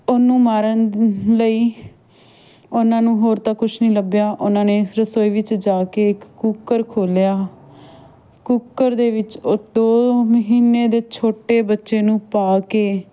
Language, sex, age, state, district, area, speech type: Punjabi, female, 30-45, Punjab, Fatehgarh Sahib, rural, spontaneous